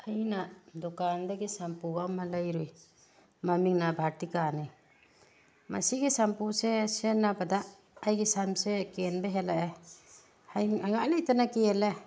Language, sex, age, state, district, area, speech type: Manipuri, female, 45-60, Manipur, Tengnoupal, rural, spontaneous